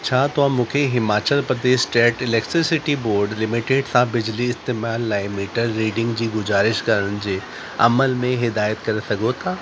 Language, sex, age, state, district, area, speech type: Sindhi, male, 30-45, Delhi, South Delhi, urban, read